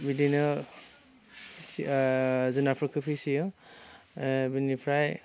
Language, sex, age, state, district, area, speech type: Bodo, male, 18-30, Assam, Udalguri, urban, spontaneous